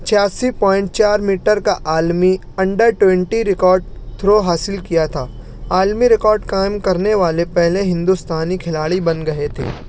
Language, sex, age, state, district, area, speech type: Urdu, male, 60+, Maharashtra, Nashik, rural, spontaneous